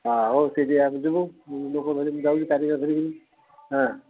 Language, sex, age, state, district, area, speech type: Odia, male, 60+, Odisha, Gajapati, rural, conversation